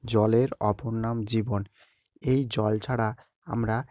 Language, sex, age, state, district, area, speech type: Bengali, male, 45-60, West Bengal, Nadia, rural, spontaneous